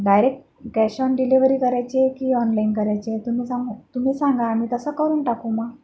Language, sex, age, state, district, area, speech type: Marathi, female, 30-45, Maharashtra, Akola, urban, spontaneous